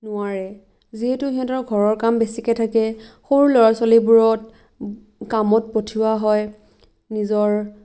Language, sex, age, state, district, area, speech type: Assamese, female, 18-30, Assam, Biswanath, rural, spontaneous